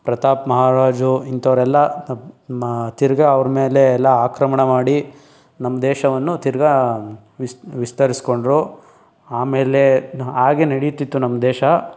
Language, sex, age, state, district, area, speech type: Kannada, male, 18-30, Karnataka, Tumkur, rural, spontaneous